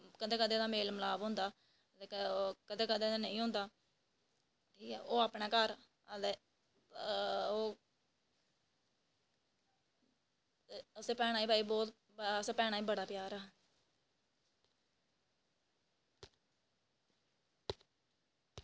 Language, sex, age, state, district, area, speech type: Dogri, female, 18-30, Jammu and Kashmir, Reasi, rural, spontaneous